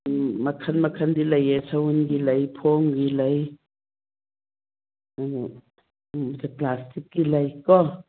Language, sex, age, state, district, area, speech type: Manipuri, female, 60+, Manipur, Churachandpur, urban, conversation